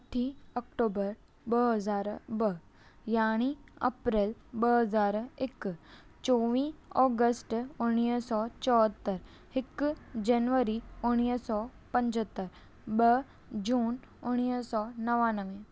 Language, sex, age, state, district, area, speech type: Sindhi, female, 18-30, Maharashtra, Thane, urban, spontaneous